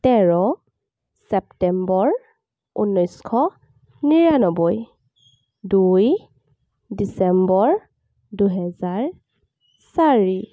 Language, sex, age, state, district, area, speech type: Assamese, female, 18-30, Assam, Charaideo, urban, spontaneous